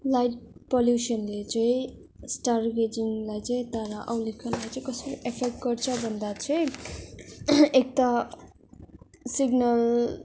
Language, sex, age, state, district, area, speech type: Nepali, female, 18-30, West Bengal, Darjeeling, rural, spontaneous